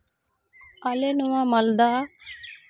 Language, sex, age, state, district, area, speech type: Santali, female, 30-45, West Bengal, Malda, rural, spontaneous